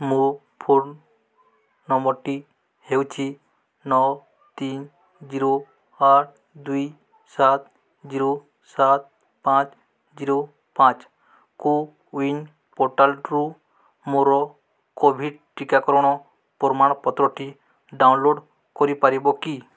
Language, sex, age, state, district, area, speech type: Odia, male, 18-30, Odisha, Balangir, urban, read